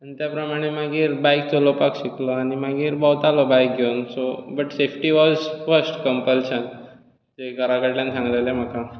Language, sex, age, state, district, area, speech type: Goan Konkani, male, 18-30, Goa, Bardez, urban, spontaneous